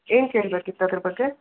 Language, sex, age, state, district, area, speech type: Kannada, female, 18-30, Karnataka, Shimoga, rural, conversation